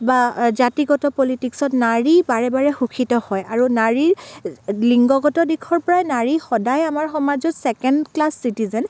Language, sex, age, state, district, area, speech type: Assamese, female, 18-30, Assam, Dibrugarh, rural, spontaneous